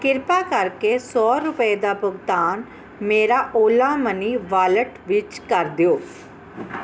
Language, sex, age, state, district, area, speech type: Punjabi, female, 45-60, Punjab, Ludhiana, urban, read